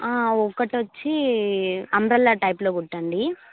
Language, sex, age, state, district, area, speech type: Telugu, female, 18-30, Andhra Pradesh, Kadapa, urban, conversation